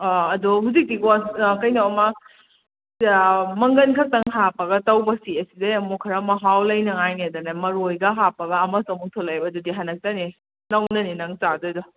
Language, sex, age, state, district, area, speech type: Manipuri, female, 18-30, Manipur, Kakching, rural, conversation